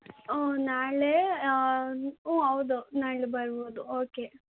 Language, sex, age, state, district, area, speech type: Kannada, female, 18-30, Karnataka, Bangalore Rural, urban, conversation